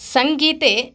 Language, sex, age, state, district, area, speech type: Sanskrit, female, 30-45, Telangana, Mahbubnagar, urban, spontaneous